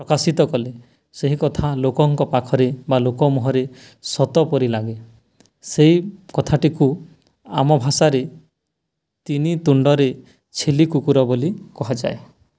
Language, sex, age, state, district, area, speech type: Odia, male, 18-30, Odisha, Nuapada, urban, spontaneous